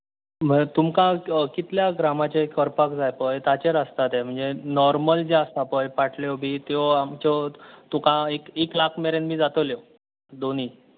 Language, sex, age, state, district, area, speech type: Goan Konkani, male, 18-30, Goa, Bardez, urban, conversation